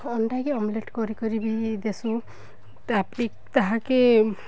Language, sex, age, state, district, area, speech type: Odia, female, 18-30, Odisha, Balangir, urban, spontaneous